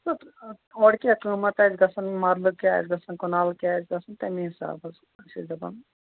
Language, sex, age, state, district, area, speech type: Kashmiri, male, 18-30, Jammu and Kashmir, Shopian, rural, conversation